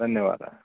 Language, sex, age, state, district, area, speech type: Sanskrit, male, 45-60, Karnataka, Vijayapura, urban, conversation